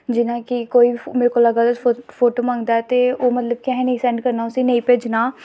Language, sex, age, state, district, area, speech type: Dogri, female, 18-30, Jammu and Kashmir, Samba, rural, spontaneous